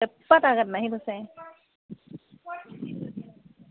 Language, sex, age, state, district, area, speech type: Dogri, female, 45-60, Jammu and Kashmir, Samba, rural, conversation